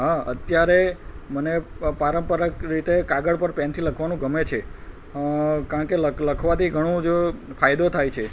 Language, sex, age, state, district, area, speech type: Gujarati, male, 45-60, Gujarat, Kheda, rural, spontaneous